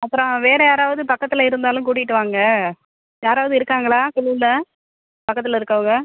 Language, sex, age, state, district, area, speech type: Tamil, female, 30-45, Tamil Nadu, Pudukkottai, urban, conversation